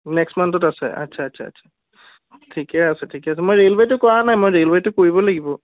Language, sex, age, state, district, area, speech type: Assamese, male, 18-30, Assam, Charaideo, urban, conversation